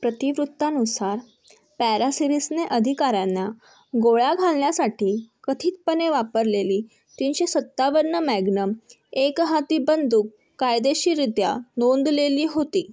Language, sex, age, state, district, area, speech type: Marathi, female, 18-30, Maharashtra, Thane, urban, read